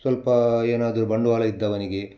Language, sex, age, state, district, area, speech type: Kannada, male, 60+, Karnataka, Udupi, rural, spontaneous